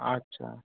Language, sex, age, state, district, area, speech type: Bengali, male, 18-30, West Bengal, North 24 Parganas, urban, conversation